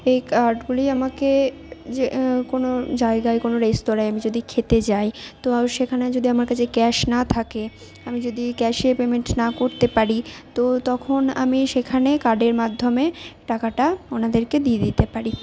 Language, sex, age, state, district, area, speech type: Bengali, female, 60+, West Bengal, Purba Bardhaman, urban, spontaneous